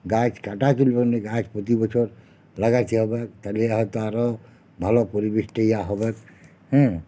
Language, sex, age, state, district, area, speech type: Bengali, male, 45-60, West Bengal, Uttar Dinajpur, rural, spontaneous